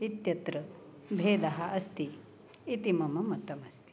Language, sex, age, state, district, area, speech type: Sanskrit, female, 60+, Maharashtra, Nagpur, urban, spontaneous